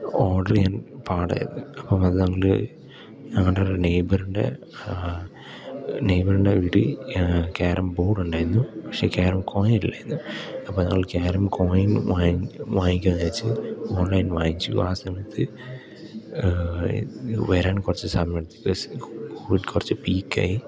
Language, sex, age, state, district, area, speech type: Malayalam, male, 18-30, Kerala, Idukki, rural, spontaneous